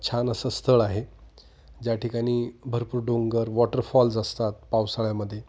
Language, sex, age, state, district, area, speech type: Marathi, male, 45-60, Maharashtra, Nashik, urban, spontaneous